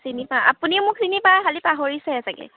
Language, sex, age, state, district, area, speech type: Assamese, female, 18-30, Assam, Majuli, urban, conversation